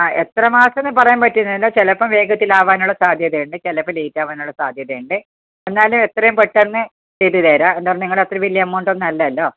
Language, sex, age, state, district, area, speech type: Malayalam, female, 60+, Kerala, Kasaragod, urban, conversation